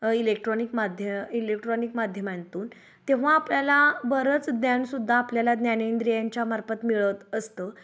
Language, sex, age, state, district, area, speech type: Marathi, female, 30-45, Maharashtra, Kolhapur, rural, spontaneous